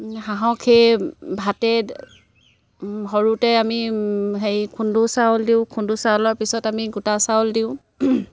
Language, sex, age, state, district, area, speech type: Assamese, female, 30-45, Assam, Sivasagar, rural, spontaneous